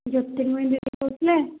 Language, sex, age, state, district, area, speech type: Odia, female, 18-30, Odisha, Dhenkanal, rural, conversation